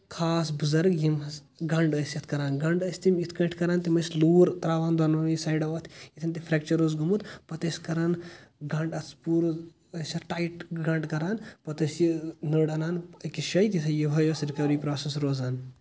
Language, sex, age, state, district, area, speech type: Kashmiri, male, 18-30, Jammu and Kashmir, Kulgam, rural, spontaneous